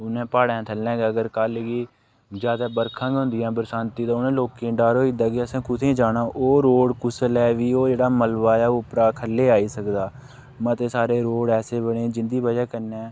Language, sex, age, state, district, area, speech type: Dogri, male, 18-30, Jammu and Kashmir, Udhampur, rural, spontaneous